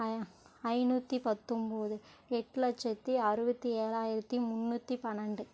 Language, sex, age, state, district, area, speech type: Tamil, female, 18-30, Tamil Nadu, Namakkal, rural, spontaneous